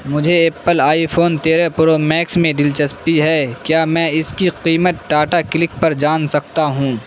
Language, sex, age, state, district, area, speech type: Urdu, male, 18-30, Bihar, Saharsa, rural, read